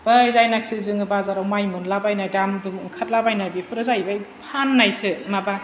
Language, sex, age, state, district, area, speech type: Bodo, female, 30-45, Assam, Chirang, urban, spontaneous